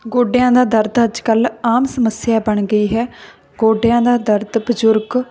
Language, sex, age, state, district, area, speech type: Punjabi, female, 30-45, Punjab, Barnala, rural, spontaneous